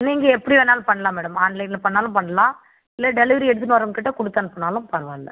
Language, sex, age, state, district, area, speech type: Tamil, female, 45-60, Tamil Nadu, Viluppuram, rural, conversation